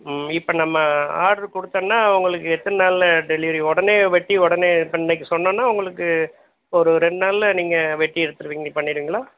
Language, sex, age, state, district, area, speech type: Tamil, male, 60+, Tamil Nadu, Madurai, rural, conversation